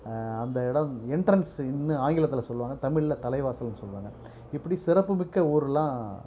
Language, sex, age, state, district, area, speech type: Tamil, male, 45-60, Tamil Nadu, Perambalur, urban, spontaneous